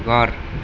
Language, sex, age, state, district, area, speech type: Nepali, male, 18-30, West Bengal, Alipurduar, urban, read